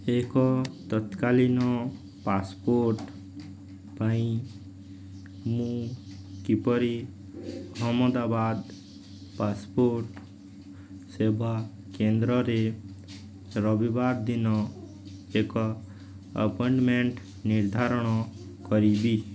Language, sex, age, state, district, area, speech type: Odia, male, 18-30, Odisha, Nuapada, urban, read